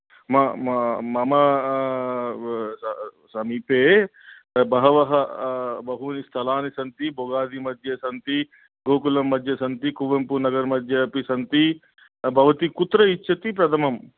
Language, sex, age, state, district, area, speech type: Sanskrit, male, 45-60, Andhra Pradesh, Guntur, urban, conversation